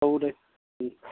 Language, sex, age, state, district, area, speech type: Bodo, male, 45-60, Assam, Kokrajhar, urban, conversation